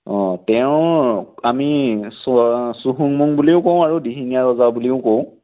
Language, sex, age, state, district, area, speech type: Assamese, male, 18-30, Assam, Biswanath, rural, conversation